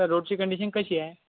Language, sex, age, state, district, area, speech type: Marathi, male, 18-30, Maharashtra, Yavatmal, rural, conversation